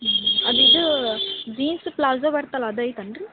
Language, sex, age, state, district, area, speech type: Kannada, female, 18-30, Karnataka, Gadag, urban, conversation